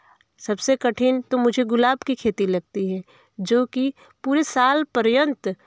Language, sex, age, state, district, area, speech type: Hindi, female, 30-45, Uttar Pradesh, Varanasi, urban, spontaneous